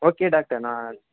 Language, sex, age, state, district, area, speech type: Tamil, male, 18-30, Tamil Nadu, Thanjavur, rural, conversation